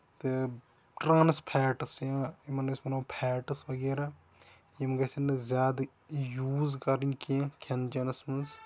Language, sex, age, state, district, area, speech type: Kashmiri, male, 18-30, Jammu and Kashmir, Shopian, rural, spontaneous